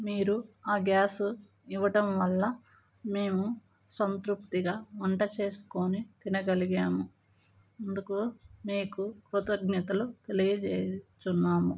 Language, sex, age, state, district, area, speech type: Telugu, female, 30-45, Andhra Pradesh, Palnadu, rural, spontaneous